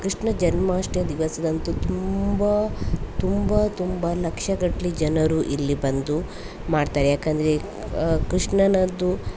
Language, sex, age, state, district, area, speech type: Kannada, female, 18-30, Karnataka, Udupi, rural, spontaneous